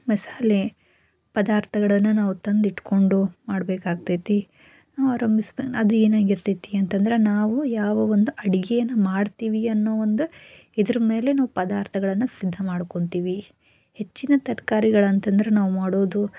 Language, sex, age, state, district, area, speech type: Kannada, female, 18-30, Karnataka, Gadag, rural, spontaneous